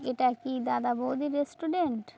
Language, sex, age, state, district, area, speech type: Bengali, female, 18-30, West Bengal, Birbhum, urban, spontaneous